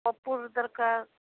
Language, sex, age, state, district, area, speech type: Odia, female, 45-60, Odisha, Malkangiri, urban, conversation